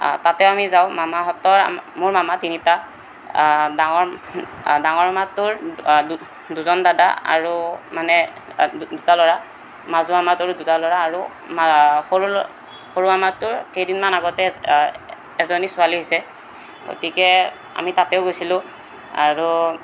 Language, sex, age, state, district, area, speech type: Assamese, male, 18-30, Assam, Kamrup Metropolitan, urban, spontaneous